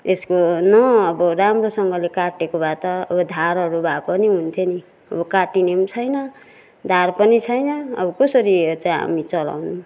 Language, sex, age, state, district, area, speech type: Nepali, female, 60+, West Bengal, Kalimpong, rural, spontaneous